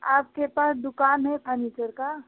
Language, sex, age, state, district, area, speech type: Hindi, female, 18-30, Uttar Pradesh, Jaunpur, rural, conversation